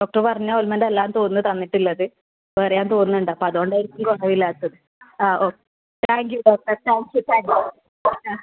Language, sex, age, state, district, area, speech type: Malayalam, female, 18-30, Kerala, Kasaragod, rural, conversation